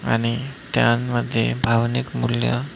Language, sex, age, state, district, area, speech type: Marathi, male, 30-45, Maharashtra, Amravati, urban, spontaneous